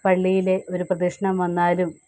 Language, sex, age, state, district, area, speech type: Malayalam, female, 45-60, Kerala, Pathanamthitta, rural, spontaneous